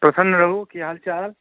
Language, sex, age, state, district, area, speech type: Maithili, male, 45-60, Bihar, Darbhanga, urban, conversation